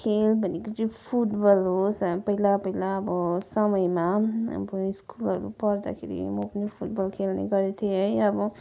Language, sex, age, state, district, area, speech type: Nepali, male, 60+, West Bengal, Kalimpong, rural, spontaneous